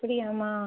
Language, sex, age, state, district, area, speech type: Tamil, female, 18-30, Tamil Nadu, Cuddalore, urban, conversation